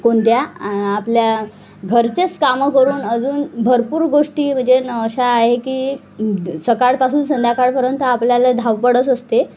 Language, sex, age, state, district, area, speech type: Marathi, female, 30-45, Maharashtra, Wardha, rural, spontaneous